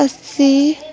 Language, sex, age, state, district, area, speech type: Nepali, female, 18-30, West Bengal, Jalpaiguri, rural, spontaneous